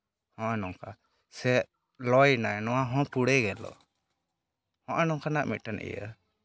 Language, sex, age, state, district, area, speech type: Santali, male, 18-30, West Bengal, Malda, rural, spontaneous